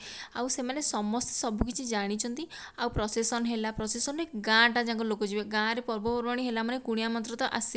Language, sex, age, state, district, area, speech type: Odia, female, 18-30, Odisha, Dhenkanal, rural, spontaneous